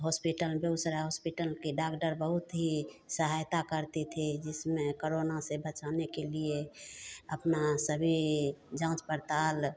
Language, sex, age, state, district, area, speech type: Hindi, female, 60+, Bihar, Begusarai, urban, spontaneous